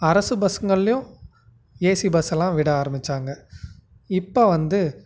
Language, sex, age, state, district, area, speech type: Tamil, male, 30-45, Tamil Nadu, Nagapattinam, rural, spontaneous